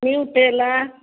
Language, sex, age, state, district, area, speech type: Nepali, female, 60+, West Bengal, Kalimpong, rural, conversation